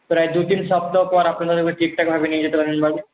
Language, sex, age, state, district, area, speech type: Bengali, male, 45-60, West Bengal, Purba Bardhaman, urban, conversation